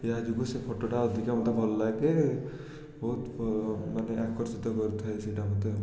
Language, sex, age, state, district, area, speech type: Odia, male, 30-45, Odisha, Puri, urban, spontaneous